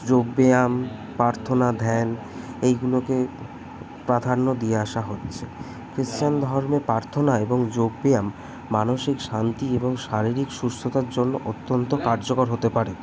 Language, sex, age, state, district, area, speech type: Bengali, male, 18-30, West Bengal, Kolkata, urban, spontaneous